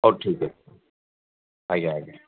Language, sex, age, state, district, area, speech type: Odia, male, 60+, Odisha, Jharsuguda, rural, conversation